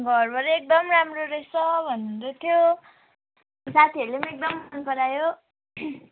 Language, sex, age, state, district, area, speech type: Nepali, female, 18-30, West Bengal, Kalimpong, rural, conversation